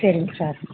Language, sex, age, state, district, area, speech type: Tamil, female, 18-30, Tamil Nadu, Madurai, urban, conversation